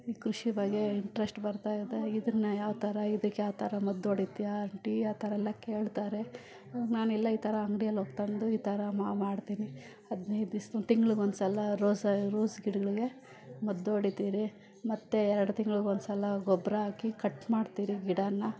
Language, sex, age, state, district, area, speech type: Kannada, female, 45-60, Karnataka, Bangalore Rural, rural, spontaneous